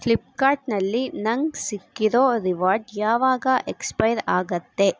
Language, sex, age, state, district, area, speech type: Kannada, female, 18-30, Karnataka, Chitradurga, urban, read